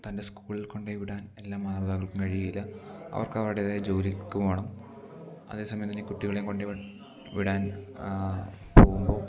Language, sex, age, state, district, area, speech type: Malayalam, male, 30-45, Kerala, Idukki, rural, spontaneous